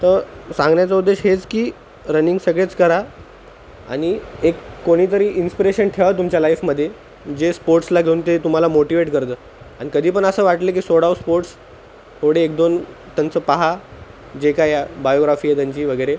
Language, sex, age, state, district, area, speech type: Marathi, male, 30-45, Maharashtra, Nanded, rural, spontaneous